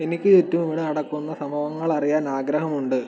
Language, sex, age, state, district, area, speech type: Malayalam, male, 18-30, Kerala, Kottayam, rural, read